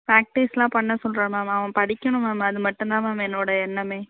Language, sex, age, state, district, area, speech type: Tamil, female, 30-45, Tamil Nadu, Thanjavur, urban, conversation